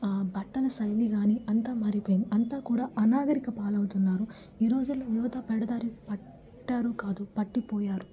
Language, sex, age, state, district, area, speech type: Telugu, female, 18-30, Andhra Pradesh, Nellore, rural, spontaneous